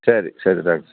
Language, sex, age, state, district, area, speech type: Malayalam, male, 60+, Kerala, Thiruvananthapuram, urban, conversation